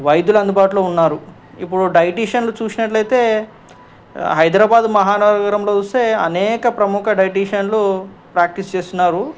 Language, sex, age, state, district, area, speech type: Telugu, male, 45-60, Telangana, Ranga Reddy, urban, spontaneous